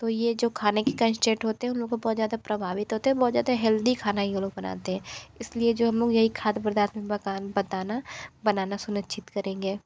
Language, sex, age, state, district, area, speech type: Hindi, female, 30-45, Uttar Pradesh, Sonbhadra, rural, spontaneous